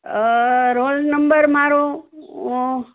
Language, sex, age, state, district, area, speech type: Gujarati, female, 60+, Gujarat, Anand, urban, conversation